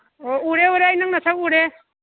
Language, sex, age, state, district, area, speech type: Manipuri, female, 60+, Manipur, Imphal East, rural, conversation